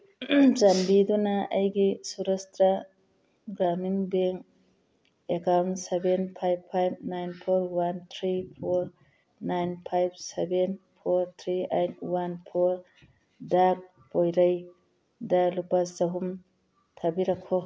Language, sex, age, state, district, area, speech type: Manipuri, female, 45-60, Manipur, Churachandpur, urban, read